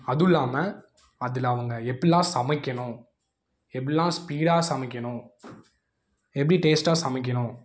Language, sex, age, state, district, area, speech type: Tamil, male, 18-30, Tamil Nadu, Coimbatore, rural, spontaneous